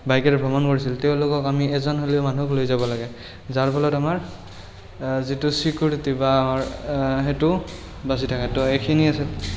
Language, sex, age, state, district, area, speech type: Assamese, male, 18-30, Assam, Barpeta, rural, spontaneous